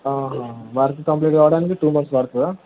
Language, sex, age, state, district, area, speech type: Telugu, male, 18-30, Telangana, Mahabubabad, urban, conversation